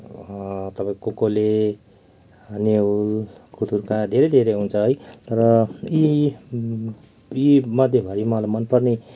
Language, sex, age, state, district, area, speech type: Nepali, male, 30-45, West Bengal, Kalimpong, rural, spontaneous